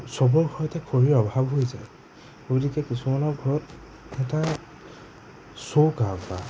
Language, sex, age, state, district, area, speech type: Assamese, male, 30-45, Assam, Nagaon, rural, spontaneous